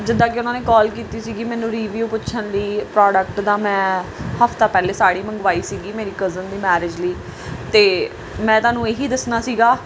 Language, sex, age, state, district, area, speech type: Punjabi, female, 18-30, Punjab, Pathankot, rural, spontaneous